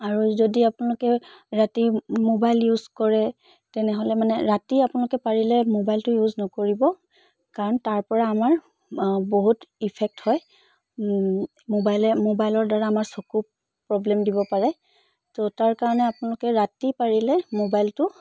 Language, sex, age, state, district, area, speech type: Assamese, female, 18-30, Assam, Charaideo, urban, spontaneous